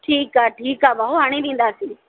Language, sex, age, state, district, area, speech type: Sindhi, female, 30-45, Maharashtra, Thane, urban, conversation